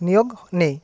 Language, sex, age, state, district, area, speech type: Bengali, male, 30-45, West Bengal, Paschim Medinipur, rural, spontaneous